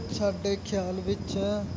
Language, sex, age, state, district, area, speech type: Punjabi, male, 18-30, Punjab, Muktsar, urban, spontaneous